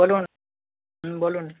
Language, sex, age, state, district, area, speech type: Bengali, male, 45-60, West Bengal, Dakshin Dinajpur, rural, conversation